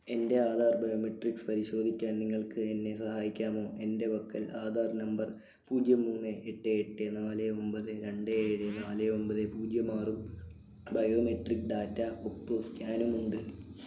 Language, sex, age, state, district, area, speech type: Malayalam, male, 18-30, Kerala, Wayanad, rural, read